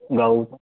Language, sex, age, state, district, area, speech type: Marathi, male, 18-30, Maharashtra, Buldhana, rural, conversation